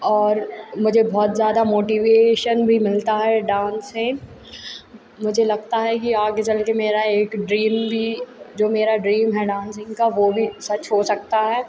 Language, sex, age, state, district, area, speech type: Hindi, female, 18-30, Madhya Pradesh, Hoshangabad, rural, spontaneous